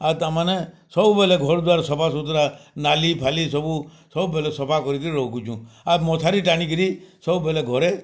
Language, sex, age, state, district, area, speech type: Odia, male, 60+, Odisha, Bargarh, urban, spontaneous